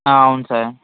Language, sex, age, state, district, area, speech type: Telugu, male, 18-30, Andhra Pradesh, Srikakulam, rural, conversation